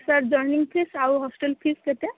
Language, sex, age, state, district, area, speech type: Odia, female, 18-30, Odisha, Sundergarh, urban, conversation